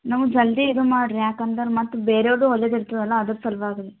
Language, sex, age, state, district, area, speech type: Kannada, female, 18-30, Karnataka, Gulbarga, urban, conversation